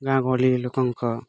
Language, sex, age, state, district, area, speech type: Odia, male, 18-30, Odisha, Bargarh, urban, spontaneous